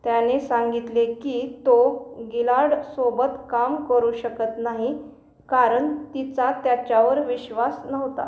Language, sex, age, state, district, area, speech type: Marathi, female, 45-60, Maharashtra, Nanded, urban, read